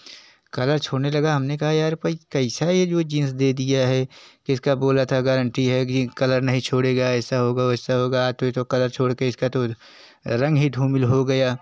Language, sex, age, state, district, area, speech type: Hindi, male, 45-60, Uttar Pradesh, Jaunpur, rural, spontaneous